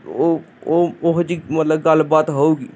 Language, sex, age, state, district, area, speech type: Punjabi, male, 30-45, Punjab, Hoshiarpur, rural, spontaneous